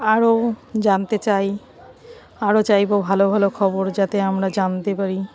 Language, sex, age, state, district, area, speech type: Bengali, female, 45-60, West Bengal, Darjeeling, urban, spontaneous